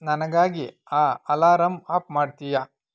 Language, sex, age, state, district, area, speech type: Kannada, male, 45-60, Karnataka, Bangalore Rural, rural, read